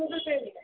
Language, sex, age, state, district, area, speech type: Malayalam, female, 18-30, Kerala, Alappuzha, rural, conversation